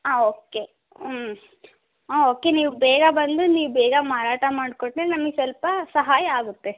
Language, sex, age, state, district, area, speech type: Kannada, female, 18-30, Karnataka, Davanagere, rural, conversation